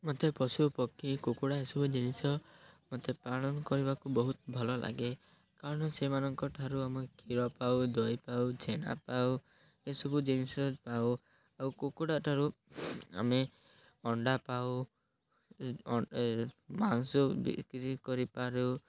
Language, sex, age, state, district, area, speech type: Odia, male, 18-30, Odisha, Malkangiri, urban, spontaneous